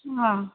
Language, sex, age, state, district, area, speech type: Sanskrit, female, 45-60, Kerala, Thrissur, urban, conversation